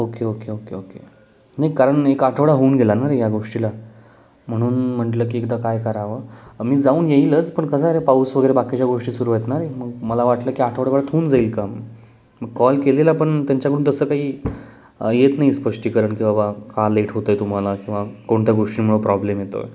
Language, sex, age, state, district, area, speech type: Marathi, male, 18-30, Maharashtra, Pune, urban, spontaneous